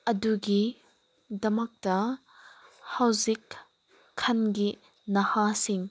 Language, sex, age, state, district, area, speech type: Manipuri, female, 18-30, Manipur, Senapati, rural, spontaneous